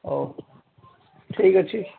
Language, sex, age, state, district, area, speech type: Odia, male, 45-60, Odisha, Gajapati, rural, conversation